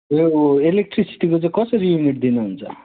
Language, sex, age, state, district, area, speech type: Nepali, male, 18-30, West Bengal, Darjeeling, rural, conversation